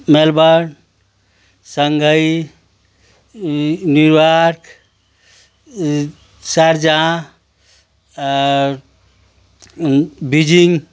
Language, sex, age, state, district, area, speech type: Hindi, male, 45-60, Uttar Pradesh, Ghazipur, rural, spontaneous